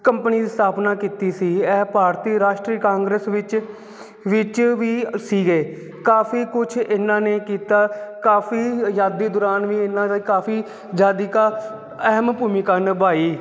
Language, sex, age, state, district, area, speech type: Punjabi, male, 30-45, Punjab, Jalandhar, urban, spontaneous